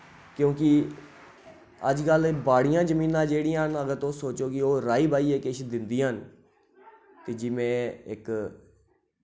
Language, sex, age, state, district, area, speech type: Dogri, male, 30-45, Jammu and Kashmir, Reasi, rural, spontaneous